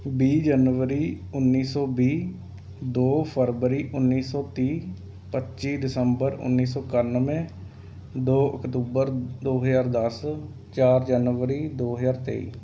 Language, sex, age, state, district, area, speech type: Punjabi, male, 30-45, Punjab, Mohali, urban, spontaneous